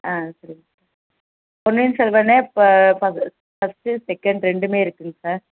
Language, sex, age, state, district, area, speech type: Tamil, male, 18-30, Tamil Nadu, Krishnagiri, rural, conversation